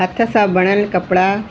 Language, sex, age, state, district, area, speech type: Sindhi, female, 45-60, Delhi, South Delhi, urban, spontaneous